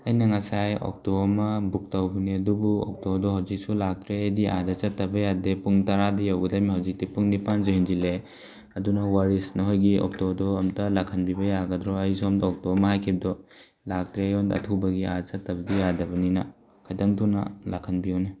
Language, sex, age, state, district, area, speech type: Manipuri, male, 18-30, Manipur, Tengnoupal, rural, spontaneous